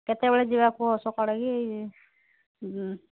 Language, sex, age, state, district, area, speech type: Odia, female, 45-60, Odisha, Angul, rural, conversation